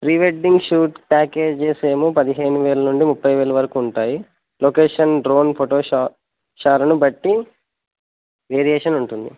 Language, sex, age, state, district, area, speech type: Telugu, male, 18-30, Telangana, Nagarkurnool, urban, conversation